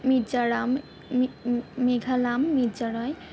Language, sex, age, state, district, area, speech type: Bengali, female, 45-60, West Bengal, Purba Bardhaman, rural, spontaneous